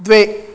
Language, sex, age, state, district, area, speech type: Sanskrit, male, 18-30, Karnataka, Dakshina Kannada, rural, read